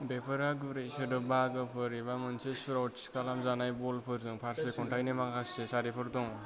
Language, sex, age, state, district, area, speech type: Bodo, male, 30-45, Assam, Kokrajhar, urban, read